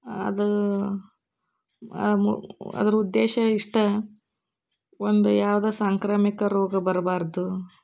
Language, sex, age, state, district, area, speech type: Kannada, female, 30-45, Karnataka, Koppal, urban, spontaneous